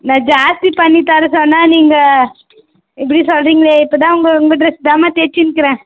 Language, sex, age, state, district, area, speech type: Tamil, female, 18-30, Tamil Nadu, Tirupattur, rural, conversation